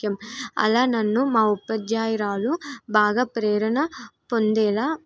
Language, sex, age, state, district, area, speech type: Telugu, female, 18-30, Telangana, Nirmal, rural, spontaneous